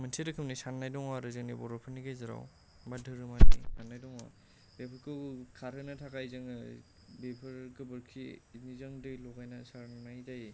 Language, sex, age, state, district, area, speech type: Bodo, male, 18-30, Assam, Kokrajhar, rural, spontaneous